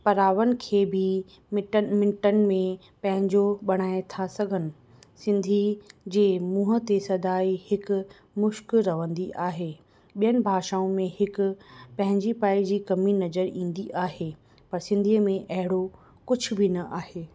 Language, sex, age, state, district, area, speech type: Sindhi, female, 30-45, Rajasthan, Ajmer, urban, spontaneous